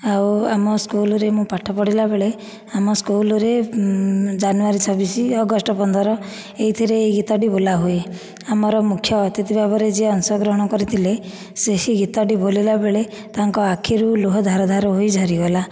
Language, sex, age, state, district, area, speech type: Odia, female, 30-45, Odisha, Dhenkanal, rural, spontaneous